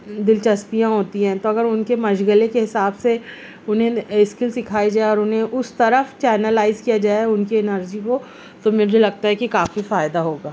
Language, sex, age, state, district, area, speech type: Urdu, female, 30-45, Maharashtra, Nashik, urban, spontaneous